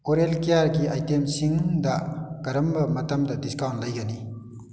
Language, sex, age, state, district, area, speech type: Manipuri, male, 60+, Manipur, Kakching, rural, read